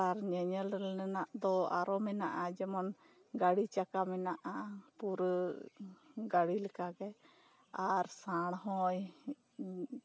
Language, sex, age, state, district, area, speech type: Santali, female, 30-45, West Bengal, Bankura, rural, spontaneous